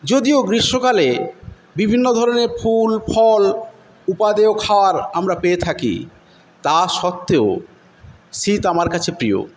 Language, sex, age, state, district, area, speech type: Bengali, male, 45-60, West Bengal, Paschim Medinipur, rural, spontaneous